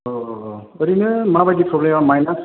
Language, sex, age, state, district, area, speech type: Bodo, male, 30-45, Assam, Chirang, urban, conversation